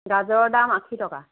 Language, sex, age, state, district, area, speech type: Assamese, female, 60+, Assam, Charaideo, urban, conversation